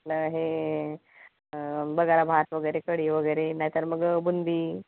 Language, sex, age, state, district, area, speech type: Marathi, female, 45-60, Maharashtra, Nagpur, urban, conversation